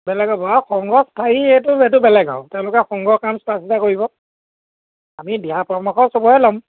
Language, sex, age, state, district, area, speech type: Assamese, male, 30-45, Assam, Lakhimpur, rural, conversation